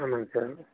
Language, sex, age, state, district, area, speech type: Tamil, male, 18-30, Tamil Nadu, Nilgiris, rural, conversation